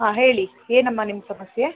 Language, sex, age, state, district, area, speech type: Kannada, female, 18-30, Karnataka, Mandya, urban, conversation